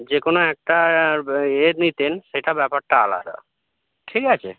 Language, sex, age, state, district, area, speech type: Bengali, male, 30-45, West Bengal, Howrah, urban, conversation